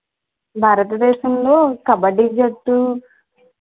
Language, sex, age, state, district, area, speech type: Telugu, female, 18-30, Andhra Pradesh, Konaseema, rural, conversation